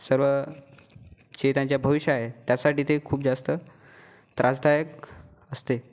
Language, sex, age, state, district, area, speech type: Marathi, female, 18-30, Maharashtra, Gondia, rural, spontaneous